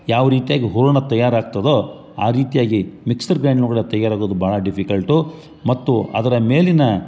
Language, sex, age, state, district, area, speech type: Kannada, male, 45-60, Karnataka, Gadag, rural, spontaneous